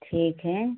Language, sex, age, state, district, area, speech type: Hindi, female, 30-45, Uttar Pradesh, Azamgarh, rural, conversation